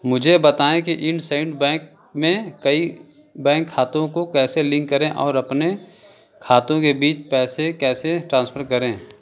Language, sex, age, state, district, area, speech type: Hindi, male, 30-45, Uttar Pradesh, Chandauli, urban, read